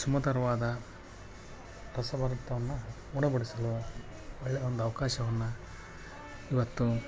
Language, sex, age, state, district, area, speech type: Kannada, male, 45-60, Karnataka, Koppal, urban, spontaneous